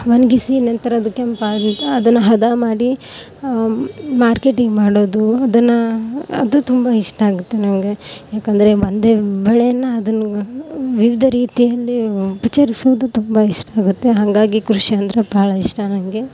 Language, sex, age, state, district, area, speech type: Kannada, female, 18-30, Karnataka, Gadag, rural, spontaneous